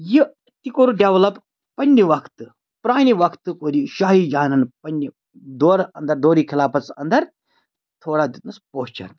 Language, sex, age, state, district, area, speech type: Kashmiri, male, 30-45, Jammu and Kashmir, Bandipora, rural, spontaneous